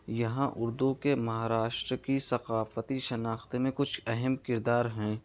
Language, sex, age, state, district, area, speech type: Urdu, male, 18-30, Maharashtra, Nashik, rural, spontaneous